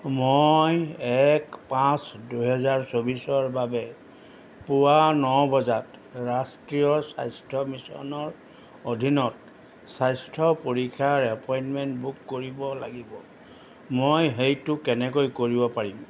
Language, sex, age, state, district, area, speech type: Assamese, male, 60+, Assam, Golaghat, urban, read